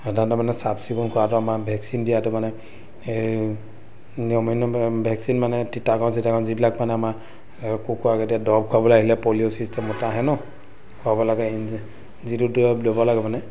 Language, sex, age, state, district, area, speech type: Assamese, male, 30-45, Assam, Sivasagar, urban, spontaneous